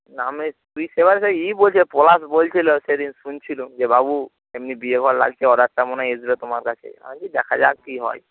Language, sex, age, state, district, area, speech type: Bengali, male, 30-45, West Bengal, Paschim Medinipur, rural, conversation